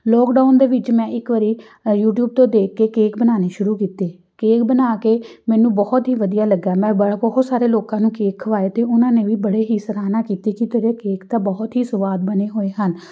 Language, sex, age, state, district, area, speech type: Punjabi, female, 45-60, Punjab, Amritsar, urban, spontaneous